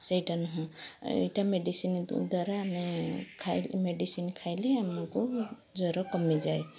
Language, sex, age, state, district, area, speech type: Odia, female, 30-45, Odisha, Cuttack, urban, spontaneous